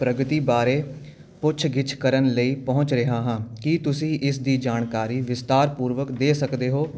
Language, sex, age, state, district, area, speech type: Punjabi, male, 18-30, Punjab, Hoshiarpur, urban, read